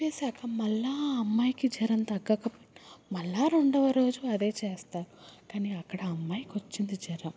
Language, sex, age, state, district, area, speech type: Telugu, female, 18-30, Telangana, Hyderabad, urban, spontaneous